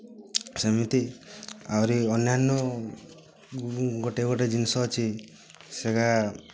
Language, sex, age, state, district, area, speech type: Odia, male, 18-30, Odisha, Mayurbhanj, rural, spontaneous